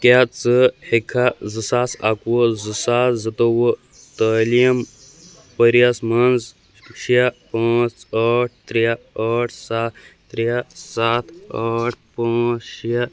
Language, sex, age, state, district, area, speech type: Kashmiri, male, 18-30, Jammu and Kashmir, Shopian, rural, read